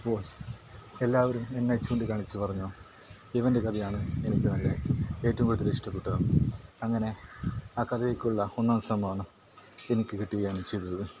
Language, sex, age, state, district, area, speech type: Malayalam, male, 18-30, Kerala, Kasaragod, rural, spontaneous